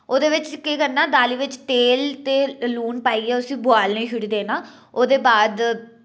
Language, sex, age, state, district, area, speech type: Dogri, female, 18-30, Jammu and Kashmir, Udhampur, rural, spontaneous